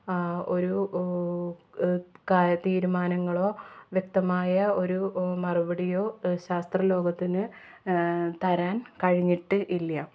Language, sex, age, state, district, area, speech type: Malayalam, female, 30-45, Kerala, Ernakulam, urban, spontaneous